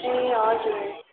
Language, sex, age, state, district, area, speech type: Nepali, female, 18-30, West Bengal, Darjeeling, rural, conversation